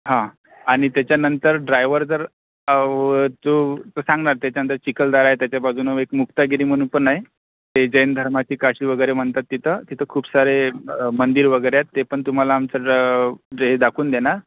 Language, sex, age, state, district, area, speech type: Marathi, male, 45-60, Maharashtra, Akola, urban, conversation